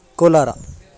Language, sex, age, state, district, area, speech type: Sanskrit, male, 18-30, Karnataka, Haveri, urban, spontaneous